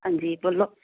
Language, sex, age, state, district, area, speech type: Punjabi, female, 45-60, Punjab, Amritsar, urban, conversation